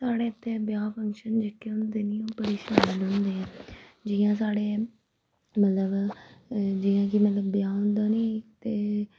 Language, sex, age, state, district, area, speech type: Dogri, female, 30-45, Jammu and Kashmir, Reasi, rural, spontaneous